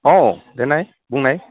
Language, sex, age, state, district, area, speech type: Bodo, male, 30-45, Assam, Udalguri, rural, conversation